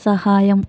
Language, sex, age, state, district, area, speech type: Telugu, female, 18-30, Telangana, Hyderabad, urban, read